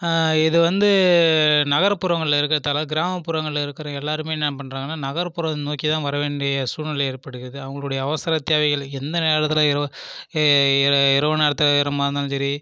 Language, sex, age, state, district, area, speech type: Tamil, male, 30-45, Tamil Nadu, Viluppuram, rural, spontaneous